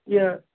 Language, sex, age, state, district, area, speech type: Sanskrit, male, 30-45, Karnataka, Vijayapura, urban, conversation